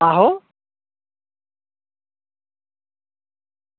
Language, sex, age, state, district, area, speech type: Dogri, male, 18-30, Jammu and Kashmir, Samba, rural, conversation